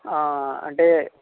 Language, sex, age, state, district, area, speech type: Telugu, male, 18-30, Andhra Pradesh, Konaseema, rural, conversation